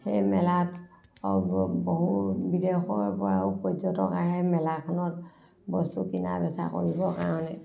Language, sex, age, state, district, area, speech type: Assamese, female, 45-60, Assam, Dhemaji, urban, spontaneous